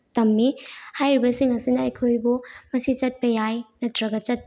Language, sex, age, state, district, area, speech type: Manipuri, female, 18-30, Manipur, Bishnupur, rural, spontaneous